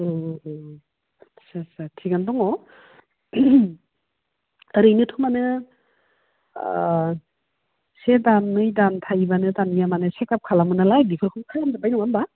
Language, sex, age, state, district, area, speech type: Bodo, female, 45-60, Assam, Udalguri, urban, conversation